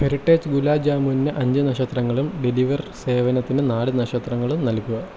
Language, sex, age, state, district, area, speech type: Malayalam, male, 18-30, Kerala, Kottayam, rural, read